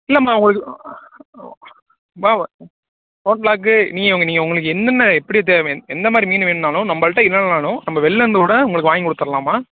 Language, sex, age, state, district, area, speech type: Tamil, male, 18-30, Tamil Nadu, Thanjavur, rural, conversation